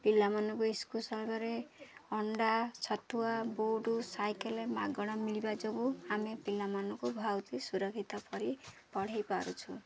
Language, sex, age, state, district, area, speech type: Odia, female, 30-45, Odisha, Ganjam, urban, spontaneous